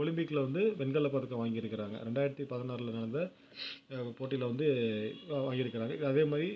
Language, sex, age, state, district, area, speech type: Tamil, male, 18-30, Tamil Nadu, Ariyalur, rural, spontaneous